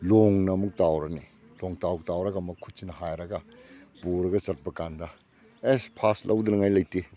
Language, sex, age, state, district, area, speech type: Manipuri, male, 60+, Manipur, Kakching, rural, spontaneous